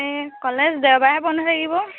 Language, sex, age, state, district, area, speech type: Assamese, female, 18-30, Assam, Lakhimpur, rural, conversation